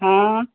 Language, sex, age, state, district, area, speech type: Hindi, female, 60+, Uttar Pradesh, Hardoi, rural, conversation